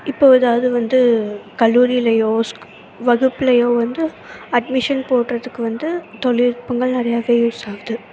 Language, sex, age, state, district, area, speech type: Tamil, female, 18-30, Tamil Nadu, Tirunelveli, rural, spontaneous